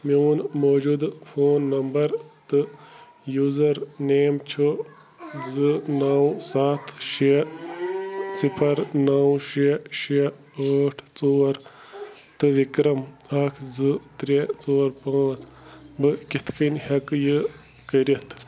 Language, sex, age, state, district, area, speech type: Kashmiri, male, 30-45, Jammu and Kashmir, Bandipora, rural, read